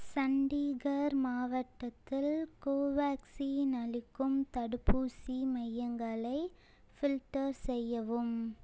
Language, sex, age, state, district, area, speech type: Tamil, female, 18-30, Tamil Nadu, Ariyalur, rural, read